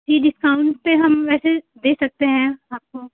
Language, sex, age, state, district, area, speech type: Hindi, female, 18-30, Uttar Pradesh, Azamgarh, rural, conversation